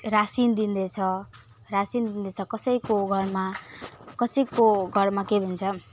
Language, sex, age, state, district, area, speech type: Nepali, female, 18-30, West Bengal, Alipurduar, urban, spontaneous